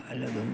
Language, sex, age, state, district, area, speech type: Malayalam, male, 60+, Kerala, Idukki, rural, spontaneous